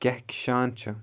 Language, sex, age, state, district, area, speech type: Kashmiri, male, 18-30, Jammu and Kashmir, Kupwara, rural, spontaneous